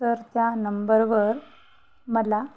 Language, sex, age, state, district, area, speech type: Marathi, female, 45-60, Maharashtra, Hingoli, urban, spontaneous